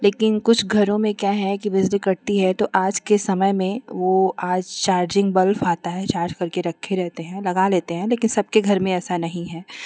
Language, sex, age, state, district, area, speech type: Hindi, female, 30-45, Uttar Pradesh, Chandauli, urban, spontaneous